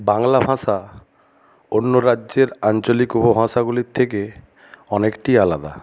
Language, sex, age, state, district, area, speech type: Bengali, male, 60+, West Bengal, Jhargram, rural, spontaneous